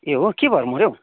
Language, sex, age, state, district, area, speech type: Nepali, male, 30-45, West Bengal, Kalimpong, rural, conversation